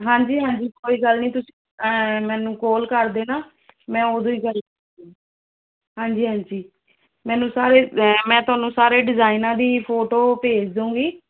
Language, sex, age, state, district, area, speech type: Punjabi, female, 30-45, Punjab, Fazilka, rural, conversation